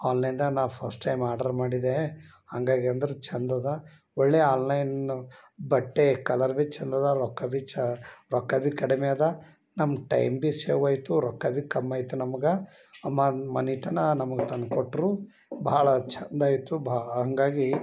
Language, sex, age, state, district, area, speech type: Kannada, male, 30-45, Karnataka, Bidar, urban, spontaneous